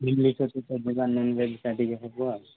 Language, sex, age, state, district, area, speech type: Odia, male, 30-45, Odisha, Koraput, urban, conversation